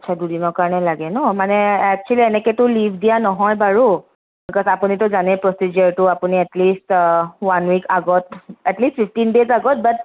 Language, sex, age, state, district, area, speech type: Assamese, female, 30-45, Assam, Kamrup Metropolitan, urban, conversation